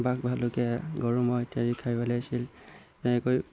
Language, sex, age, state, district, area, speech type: Assamese, male, 18-30, Assam, Golaghat, rural, spontaneous